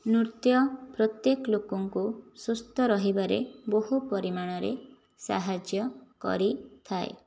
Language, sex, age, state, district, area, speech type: Odia, female, 30-45, Odisha, Jajpur, rural, spontaneous